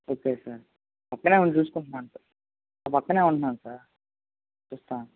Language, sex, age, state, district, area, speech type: Telugu, male, 18-30, Andhra Pradesh, Guntur, rural, conversation